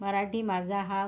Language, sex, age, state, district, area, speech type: Marathi, female, 45-60, Maharashtra, Yavatmal, urban, spontaneous